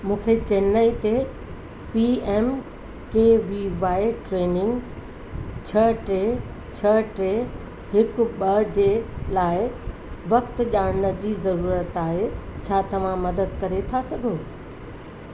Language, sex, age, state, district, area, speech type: Sindhi, female, 60+, Uttar Pradesh, Lucknow, urban, read